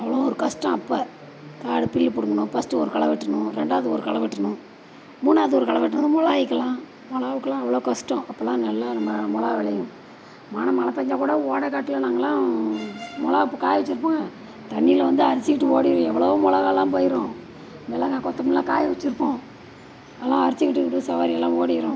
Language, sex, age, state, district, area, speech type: Tamil, female, 60+, Tamil Nadu, Perambalur, rural, spontaneous